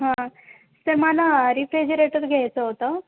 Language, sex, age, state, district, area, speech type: Marathi, female, 18-30, Maharashtra, Aurangabad, rural, conversation